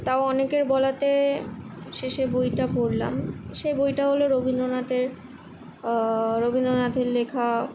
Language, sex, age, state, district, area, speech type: Bengali, female, 18-30, West Bengal, Kolkata, urban, spontaneous